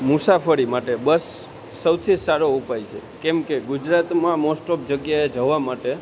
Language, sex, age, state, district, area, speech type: Gujarati, male, 18-30, Gujarat, Junagadh, urban, spontaneous